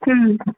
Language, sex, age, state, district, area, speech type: Bengali, female, 18-30, West Bengal, Kolkata, urban, conversation